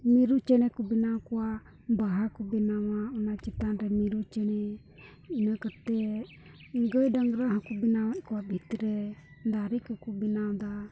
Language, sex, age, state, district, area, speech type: Santali, female, 30-45, Jharkhand, Pakur, rural, spontaneous